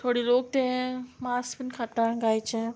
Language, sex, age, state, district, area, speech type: Goan Konkani, female, 30-45, Goa, Murmgao, rural, spontaneous